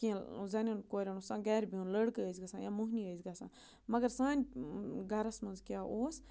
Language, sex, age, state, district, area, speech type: Kashmiri, female, 45-60, Jammu and Kashmir, Budgam, rural, spontaneous